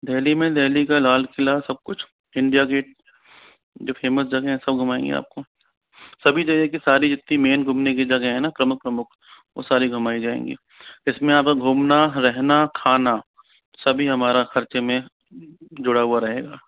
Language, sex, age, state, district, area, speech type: Hindi, male, 45-60, Rajasthan, Jaipur, urban, conversation